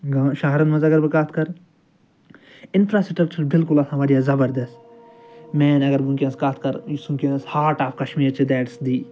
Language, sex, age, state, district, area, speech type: Kashmiri, male, 60+, Jammu and Kashmir, Ganderbal, urban, spontaneous